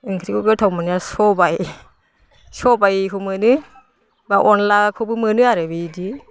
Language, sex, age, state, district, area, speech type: Bodo, female, 60+, Assam, Udalguri, rural, spontaneous